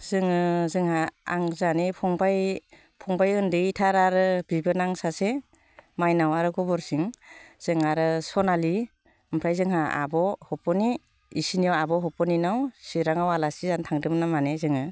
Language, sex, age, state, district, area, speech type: Bodo, female, 30-45, Assam, Baksa, rural, spontaneous